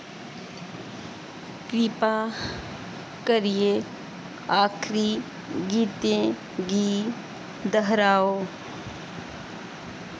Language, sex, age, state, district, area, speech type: Dogri, female, 18-30, Jammu and Kashmir, Samba, rural, read